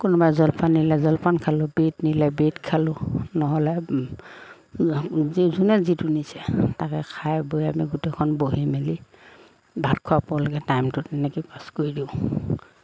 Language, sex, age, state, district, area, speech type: Assamese, female, 45-60, Assam, Lakhimpur, rural, spontaneous